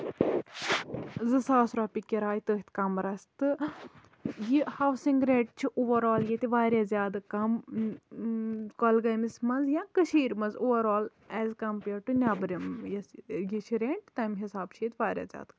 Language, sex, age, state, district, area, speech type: Kashmiri, female, 18-30, Jammu and Kashmir, Kulgam, rural, spontaneous